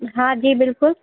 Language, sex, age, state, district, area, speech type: Sindhi, female, 45-60, Uttar Pradesh, Lucknow, urban, conversation